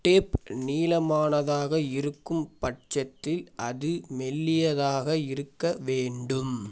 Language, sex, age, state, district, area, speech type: Tamil, male, 18-30, Tamil Nadu, Thanjavur, rural, read